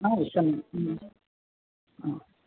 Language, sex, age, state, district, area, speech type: Sanskrit, female, 30-45, Tamil Nadu, Chennai, urban, conversation